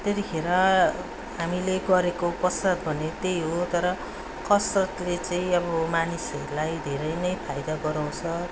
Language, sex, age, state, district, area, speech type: Nepali, female, 45-60, West Bengal, Darjeeling, rural, spontaneous